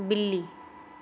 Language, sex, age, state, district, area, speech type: Punjabi, female, 30-45, Punjab, Shaheed Bhagat Singh Nagar, urban, read